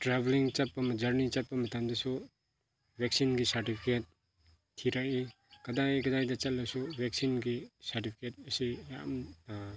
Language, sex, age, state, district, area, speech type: Manipuri, male, 30-45, Manipur, Chandel, rural, spontaneous